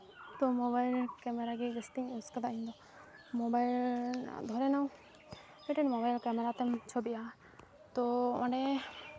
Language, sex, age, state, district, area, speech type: Santali, female, 18-30, West Bengal, Malda, rural, spontaneous